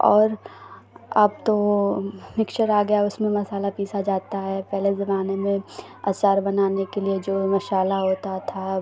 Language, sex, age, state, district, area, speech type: Hindi, female, 18-30, Uttar Pradesh, Ghazipur, urban, spontaneous